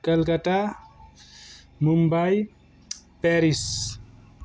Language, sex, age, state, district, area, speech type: Nepali, male, 18-30, West Bengal, Kalimpong, rural, spontaneous